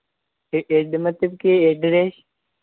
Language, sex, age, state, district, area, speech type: Hindi, male, 18-30, Madhya Pradesh, Harda, urban, conversation